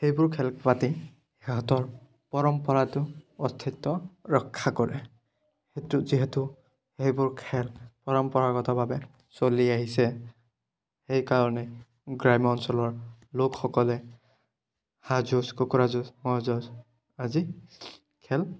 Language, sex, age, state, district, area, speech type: Assamese, male, 30-45, Assam, Biswanath, rural, spontaneous